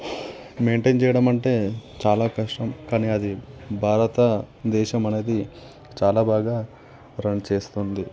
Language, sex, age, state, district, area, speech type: Telugu, male, 18-30, Telangana, Nalgonda, urban, spontaneous